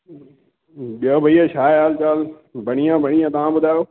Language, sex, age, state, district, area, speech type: Sindhi, male, 18-30, Madhya Pradesh, Katni, urban, conversation